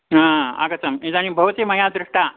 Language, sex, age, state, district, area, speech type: Sanskrit, male, 60+, Karnataka, Mandya, rural, conversation